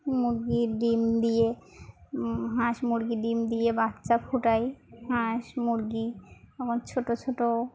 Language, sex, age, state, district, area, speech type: Bengali, female, 18-30, West Bengal, Birbhum, urban, spontaneous